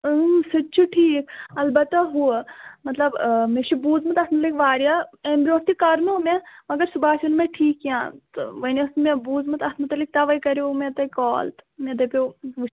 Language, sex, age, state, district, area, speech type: Kashmiri, female, 18-30, Jammu and Kashmir, Pulwama, rural, conversation